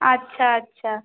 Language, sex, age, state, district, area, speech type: Bengali, female, 45-60, West Bengal, Bankura, urban, conversation